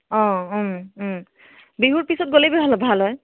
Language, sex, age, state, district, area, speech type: Assamese, female, 30-45, Assam, Charaideo, urban, conversation